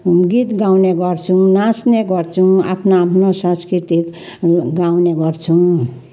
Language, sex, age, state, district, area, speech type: Nepali, female, 60+, West Bengal, Jalpaiguri, urban, spontaneous